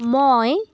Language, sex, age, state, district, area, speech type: Assamese, female, 30-45, Assam, Dibrugarh, rural, read